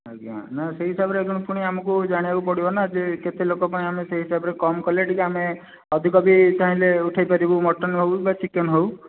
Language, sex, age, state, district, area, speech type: Odia, male, 18-30, Odisha, Jajpur, rural, conversation